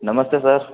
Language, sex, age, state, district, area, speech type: Hindi, male, 18-30, Rajasthan, Jodhpur, urban, conversation